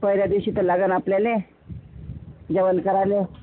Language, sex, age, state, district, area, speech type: Marathi, female, 30-45, Maharashtra, Washim, rural, conversation